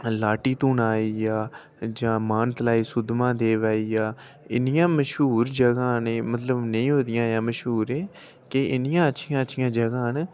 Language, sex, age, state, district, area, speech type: Dogri, male, 18-30, Jammu and Kashmir, Udhampur, rural, spontaneous